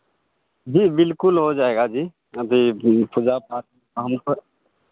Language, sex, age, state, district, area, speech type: Hindi, male, 30-45, Bihar, Madhepura, rural, conversation